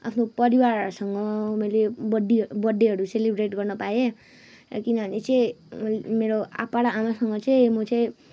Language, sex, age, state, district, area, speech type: Nepali, female, 18-30, West Bengal, Kalimpong, rural, spontaneous